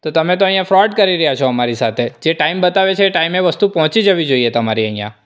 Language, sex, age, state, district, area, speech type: Gujarati, male, 18-30, Gujarat, Surat, rural, spontaneous